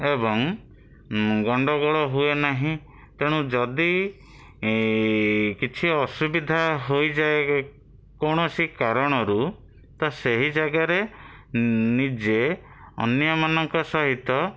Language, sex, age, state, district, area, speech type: Odia, male, 60+, Odisha, Bhadrak, rural, spontaneous